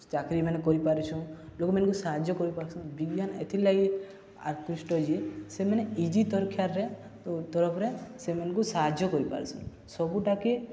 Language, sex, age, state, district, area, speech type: Odia, male, 18-30, Odisha, Subarnapur, urban, spontaneous